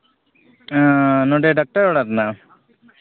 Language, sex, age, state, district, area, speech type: Santali, male, 18-30, Jharkhand, East Singhbhum, rural, conversation